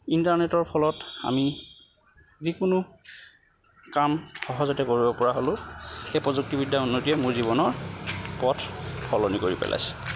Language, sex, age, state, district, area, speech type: Assamese, male, 30-45, Assam, Lakhimpur, rural, spontaneous